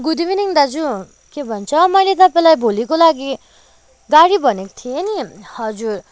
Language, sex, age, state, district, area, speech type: Nepali, female, 30-45, West Bengal, Kalimpong, rural, spontaneous